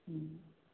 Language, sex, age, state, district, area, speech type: Sindhi, female, 60+, Uttar Pradesh, Lucknow, urban, conversation